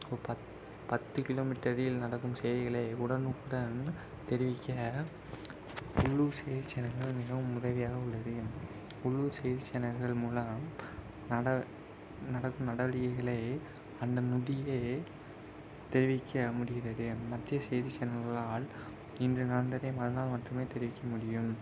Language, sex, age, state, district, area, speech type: Tamil, male, 18-30, Tamil Nadu, Virudhunagar, urban, spontaneous